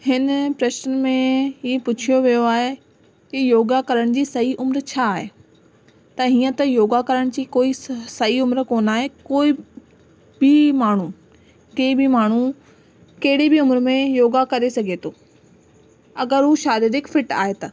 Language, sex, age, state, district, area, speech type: Sindhi, female, 18-30, Rajasthan, Ajmer, rural, spontaneous